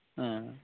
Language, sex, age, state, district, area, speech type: Santali, male, 30-45, West Bengal, Purulia, rural, conversation